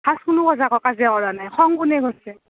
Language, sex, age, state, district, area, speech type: Assamese, female, 18-30, Assam, Nalbari, rural, conversation